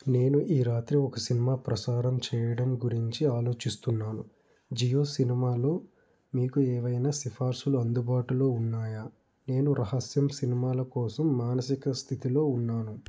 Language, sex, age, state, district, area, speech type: Telugu, male, 18-30, Andhra Pradesh, Nellore, rural, read